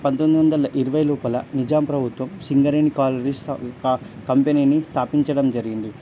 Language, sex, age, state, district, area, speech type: Telugu, male, 18-30, Telangana, Medchal, rural, spontaneous